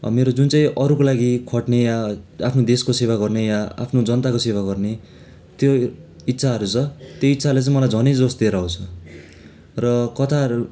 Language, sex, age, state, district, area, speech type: Nepali, male, 18-30, West Bengal, Darjeeling, rural, spontaneous